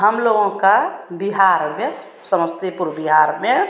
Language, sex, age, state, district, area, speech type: Hindi, female, 45-60, Bihar, Samastipur, rural, spontaneous